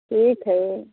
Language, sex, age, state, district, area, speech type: Maithili, female, 60+, Bihar, Muzaffarpur, rural, conversation